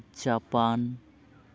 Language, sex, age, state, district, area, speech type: Santali, male, 18-30, West Bengal, Jhargram, rural, spontaneous